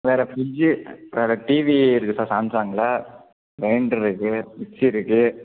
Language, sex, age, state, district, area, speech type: Tamil, male, 18-30, Tamil Nadu, Thanjavur, rural, conversation